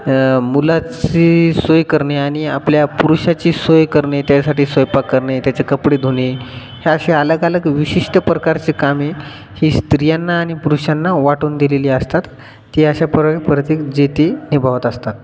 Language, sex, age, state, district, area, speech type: Marathi, male, 18-30, Maharashtra, Hingoli, rural, spontaneous